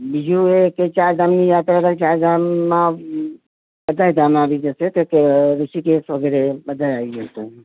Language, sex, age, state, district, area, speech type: Gujarati, male, 45-60, Gujarat, Ahmedabad, urban, conversation